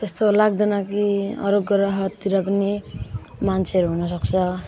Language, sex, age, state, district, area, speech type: Nepali, male, 18-30, West Bengal, Alipurduar, urban, spontaneous